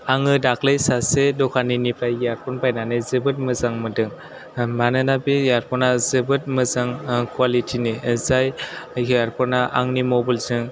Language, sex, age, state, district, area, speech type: Bodo, male, 18-30, Assam, Chirang, rural, spontaneous